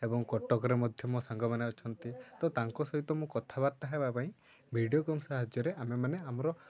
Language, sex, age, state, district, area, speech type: Odia, male, 18-30, Odisha, Mayurbhanj, rural, spontaneous